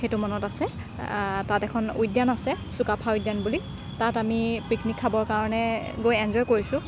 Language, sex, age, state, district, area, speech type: Assamese, female, 45-60, Assam, Morigaon, rural, spontaneous